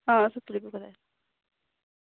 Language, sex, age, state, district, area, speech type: Kashmiri, female, 30-45, Jammu and Kashmir, Shopian, rural, conversation